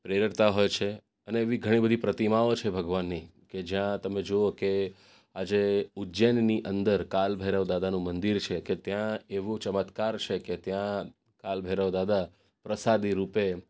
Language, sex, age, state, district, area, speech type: Gujarati, male, 30-45, Gujarat, Surat, urban, spontaneous